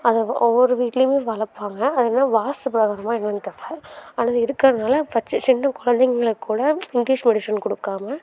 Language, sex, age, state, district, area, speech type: Tamil, female, 18-30, Tamil Nadu, Karur, rural, spontaneous